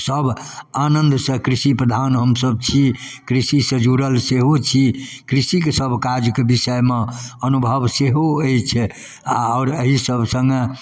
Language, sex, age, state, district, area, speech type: Maithili, male, 60+, Bihar, Darbhanga, rural, spontaneous